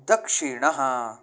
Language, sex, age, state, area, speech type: Sanskrit, male, 18-30, Haryana, rural, read